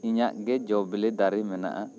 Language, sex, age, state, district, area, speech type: Santali, male, 30-45, West Bengal, Bankura, rural, spontaneous